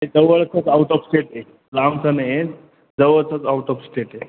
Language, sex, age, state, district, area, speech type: Marathi, male, 30-45, Maharashtra, Ahmednagar, urban, conversation